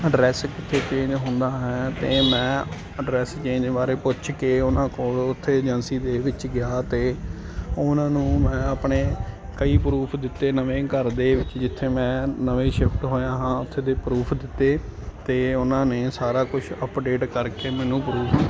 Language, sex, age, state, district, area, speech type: Punjabi, male, 18-30, Punjab, Ludhiana, urban, spontaneous